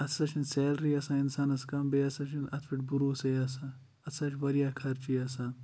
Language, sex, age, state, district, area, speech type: Kashmiri, male, 45-60, Jammu and Kashmir, Ganderbal, rural, spontaneous